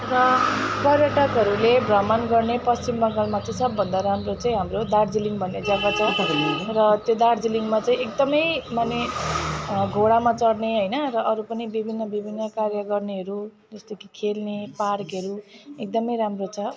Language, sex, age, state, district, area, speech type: Nepali, female, 30-45, West Bengal, Jalpaiguri, urban, spontaneous